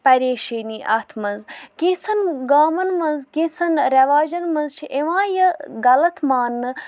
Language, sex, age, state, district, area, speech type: Kashmiri, female, 45-60, Jammu and Kashmir, Bandipora, rural, spontaneous